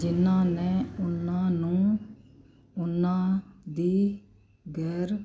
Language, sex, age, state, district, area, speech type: Punjabi, female, 45-60, Punjab, Muktsar, urban, read